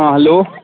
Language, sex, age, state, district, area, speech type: Kashmiri, male, 30-45, Jammu and Kashmir, Baramulla, rural, conversation